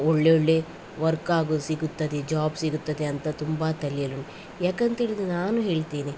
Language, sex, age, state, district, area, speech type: Kannada, female, 18-30, Karnataka, Udupi, rural, spontaneous